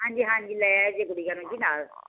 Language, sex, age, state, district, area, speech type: Punjabi, female, 45-60, Punjab, Firozpur, rural, conversation